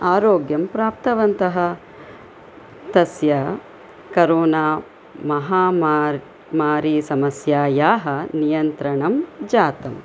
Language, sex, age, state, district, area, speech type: Sanskrit, female, 45-60, Karnataka, Chikkaballapur, urban, spontaneous